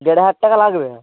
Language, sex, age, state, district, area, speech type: Bengali, male, 45-60, West Bengal, Paschim Medinipur, rural, conversation